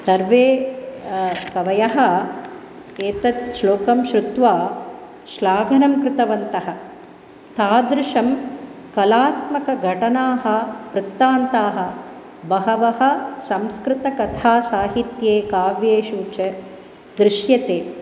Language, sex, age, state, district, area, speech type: Sanskrit, female, 45-60, Tamil Nadu, Chennai, urban, spontaneous